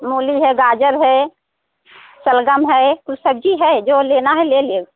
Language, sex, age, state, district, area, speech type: Hindi, female, 60+, Uttar Pradesh, Prayagraj, urban, conversation